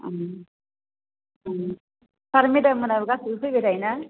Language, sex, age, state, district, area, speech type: Bodo, female, 30-45, Assam, Baksa, rural, conversation